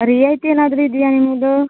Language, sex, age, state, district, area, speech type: Kannada, female, 30-45, Karnataka, Uttara Kannada, rural, conversation